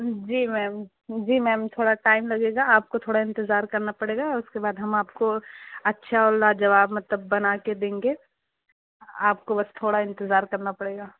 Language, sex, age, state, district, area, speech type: Urdu, female, 18-30, Uttar Pradesh, Balrampur, rural, conversation